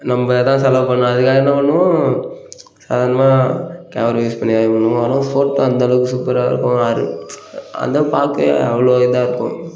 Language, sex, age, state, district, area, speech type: Tamil, male, 18-30, Tamil Nadu, Perambalur, rural, spontaneous